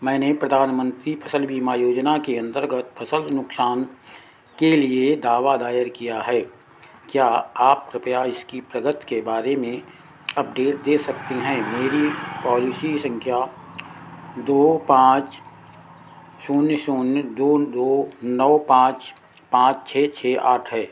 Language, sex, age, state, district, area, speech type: Hindi, male, 60+, Uttar Pradesh, Sitapur, rural, read